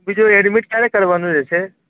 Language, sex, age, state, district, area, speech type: Gujarati, male, 18-30, Gujarat, Aravalli, urban, conversation